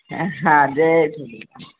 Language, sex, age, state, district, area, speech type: Sindhi, female, 45-60, Uttar Pradesh, Lucknow, rural, conversation